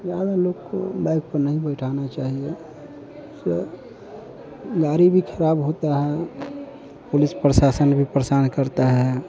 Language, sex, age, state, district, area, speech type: Hindi, male, 45-60, Bihar, Vaishali, urban, spontaneous